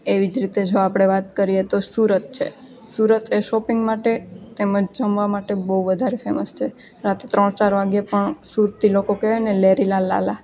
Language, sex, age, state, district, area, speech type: Gujarati, female, 18-30, Gujarat, Junagadh, urban, spontaneous